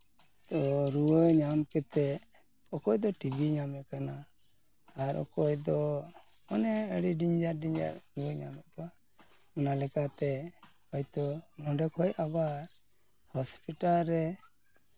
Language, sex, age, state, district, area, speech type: Santali, male, 45-60, West Bengal, Malda, rural, spontaneous